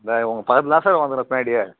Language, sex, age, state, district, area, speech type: Tamil, male, 18-30, Tamil Nadu, Kallakurichi, rural, conversation